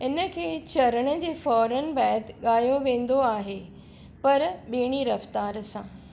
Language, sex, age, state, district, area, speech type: Sindhi, female, 60+, Maharashtra, Thane, urban, read